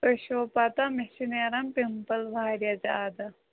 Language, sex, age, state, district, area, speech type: Kashmiri, female, 30-45, Jammu and Kashmir, Kulgam, rural, conversation